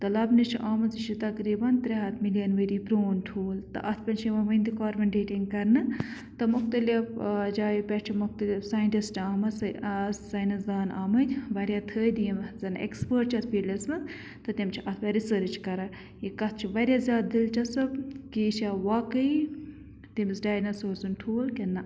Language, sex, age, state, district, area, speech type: Kashmiri, female, 18-30, Jammu and Kashmir, Bandipora, rural, spontaneous